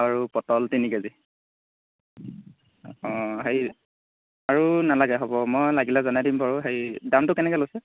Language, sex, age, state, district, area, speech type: Assamese, male, 30-45, Assam, Golaghat, rural, conversation